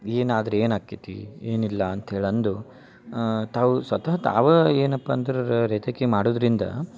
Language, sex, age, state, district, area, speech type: Kannada, male, 30-45, Karnataka, Dharwad, rural, spontaneous